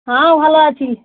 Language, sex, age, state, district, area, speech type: Bengali, female, 45-60, West Bengal, Uttar Dinajpur, urban, conversation